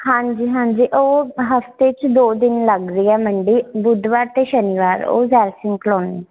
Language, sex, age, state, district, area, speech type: Punjabi, female, 18-30, Punjab, Rupnagar, urban, conversation